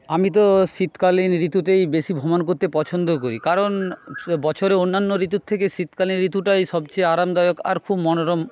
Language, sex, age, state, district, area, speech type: Bengali, male, 30-45, West Bengal, Jhargram, rural, spontaneous